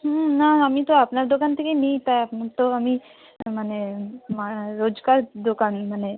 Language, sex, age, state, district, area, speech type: Bengali, female, 30-45, West Bengal, North 24 Parganas, rural, conversation